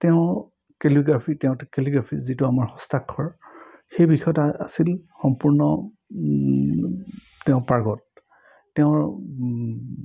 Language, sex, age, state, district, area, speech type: Assamese, male, 60+, Assam, Charaideo, urban, spontaneous